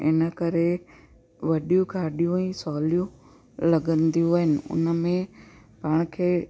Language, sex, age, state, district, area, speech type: Sindhi, female, 45-60, Gujarat, Kutch, urban, spontaneous